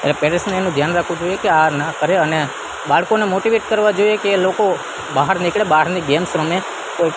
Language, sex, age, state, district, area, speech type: Gujarati, male, 18-30, Gujarat, Junagadh, rural, spontaneous